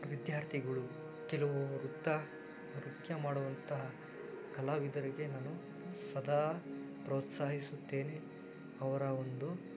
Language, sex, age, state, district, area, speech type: Kannada, male, 30-45, Karnataka, Chikkaballapur, rural, spontaneous